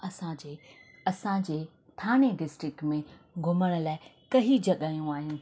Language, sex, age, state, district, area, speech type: Sindhi, female, 30-45, Maharashtra, Thane, urban, spontaneous